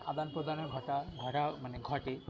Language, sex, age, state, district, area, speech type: Bengali, male, 30-45, West Bengal, Kolkata, urban, spontaneous